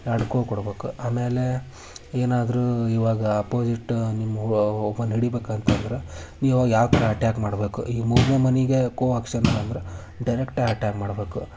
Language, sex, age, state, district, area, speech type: Kannada, male, 18-30, Karnataka, Haveri, rural, spontaneous